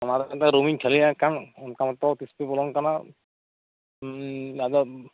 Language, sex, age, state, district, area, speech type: Santali, male, 30-45, West Bengal, Bankura, rural, conversation